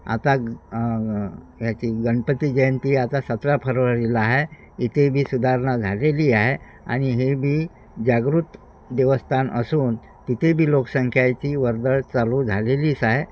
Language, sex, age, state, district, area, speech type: Marathi, male, 60+, Maharashtra, Wardha, rural, spontaneous